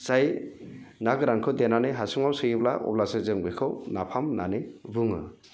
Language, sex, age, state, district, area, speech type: Bodo, male, 60+, Assam, Udalguri, urban, spontaneous